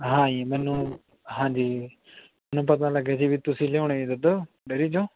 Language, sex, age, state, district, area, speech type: Punjabi, male, 18-30, Punjab, Barnala, rural, conversation